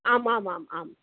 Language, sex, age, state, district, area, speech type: Sanskrit, female, 45-60, Karnataka, Dakshina Kannada, urban, conversation